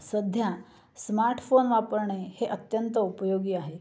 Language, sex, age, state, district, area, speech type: Marathi, female, 30-45, Maharashtra, Nashik, urban, spontaneous